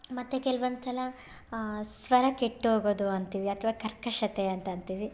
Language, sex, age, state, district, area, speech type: Kannada, female, 18-30, Karnataka, Chitradurga, rural, spontaneous